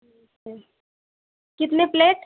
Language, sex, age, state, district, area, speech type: Hindi, female, 18-30, Uttar Pradesh, Mau, rural, conversation